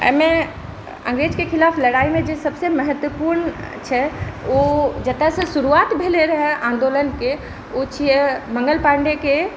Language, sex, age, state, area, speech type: Maithili, female, 45-60, Bihar, urban, spontaneous